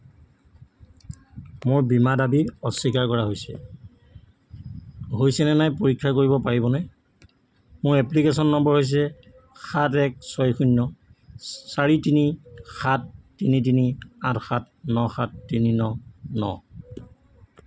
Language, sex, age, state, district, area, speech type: Assamese, male, 45-60, Assam, Jorhat, urban, read